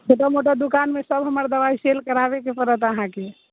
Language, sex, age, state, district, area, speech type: Maithili, female, 30-45, Bihar, Muzaffarpur, rural, conversation